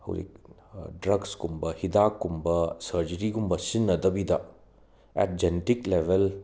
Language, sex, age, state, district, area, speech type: Manipuri, male, 30-45, Manipur, Imphal West, urban, spontaneous